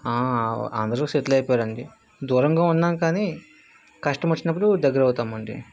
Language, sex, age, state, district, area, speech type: Telugu, male, 45-60, Andhra Pradesh, Vizianagaram, rural, spontaneous